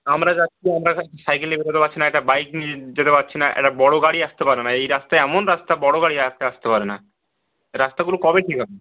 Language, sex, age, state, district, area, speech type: Bengali, male, 18-30, West Bengal, Birbhum, urban, conversation